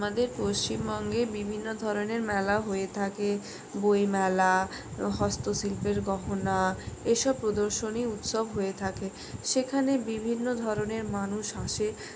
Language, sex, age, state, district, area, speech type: Bengali, female, 60+, West Bengal, Purulia, urban, spontaneous